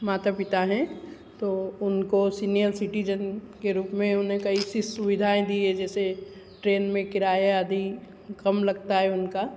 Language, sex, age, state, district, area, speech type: Hindi, female, 60+, Madhya Pradesh, Ujjain, urban, spontaneous